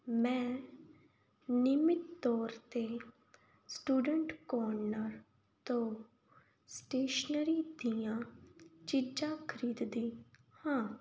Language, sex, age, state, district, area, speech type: Punjabi, female, 18-30, Punjab, Fazilka, rural, spontaneous